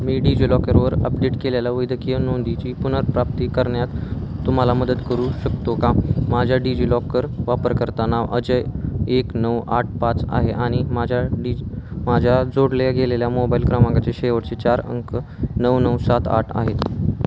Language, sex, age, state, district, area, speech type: Marathi, male, 18-30, Maharashtra, Osmanabad, rural, read